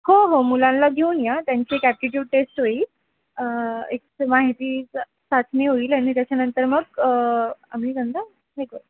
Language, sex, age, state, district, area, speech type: Marathi, female, 18-30, Maharashtra, Jalna, rural, conversation